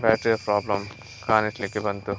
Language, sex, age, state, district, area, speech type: Kannada, male, 18-30, Karnataka, Chitradurga, rural, spontaneous